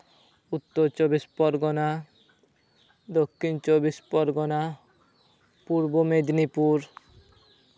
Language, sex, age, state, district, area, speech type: Santali, male, 18-30, West Bengal, Purba Bardhaman, rural, spontaneous